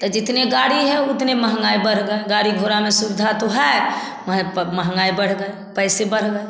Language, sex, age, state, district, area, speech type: Hindi, female, 60+, Bihar, Samastipur, rural, spontaneous